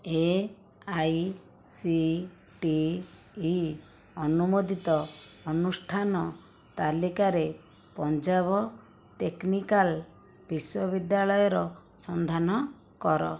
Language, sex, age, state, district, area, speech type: Odia, female, 60+, Odisha, Jajpur, rural, read